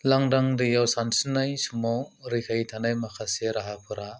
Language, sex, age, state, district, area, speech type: Bodo, male, 30-45, Assam, Chirang, rural, spontaneous